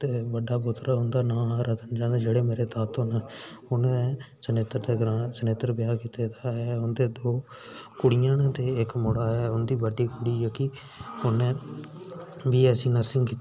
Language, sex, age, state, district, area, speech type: Dogri, male, 18-30, Jammu and Kashmir, Udhampur, rural, spontaneous